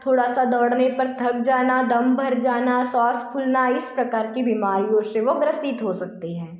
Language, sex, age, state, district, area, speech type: Hindi, female, 18-30, Madhya Pradesh, Betul, rural, spontaneous